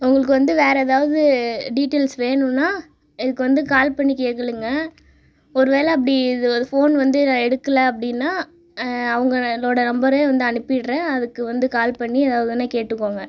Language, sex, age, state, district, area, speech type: Tamil, female, 18-30, Tamil Nadu, Tiruchirappalli, urban, spontaneous